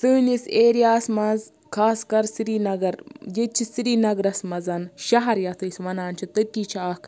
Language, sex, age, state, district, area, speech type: Kashmiri, female, 18-30, Jammu and Kashmir, Baramulla, rural, spontaneous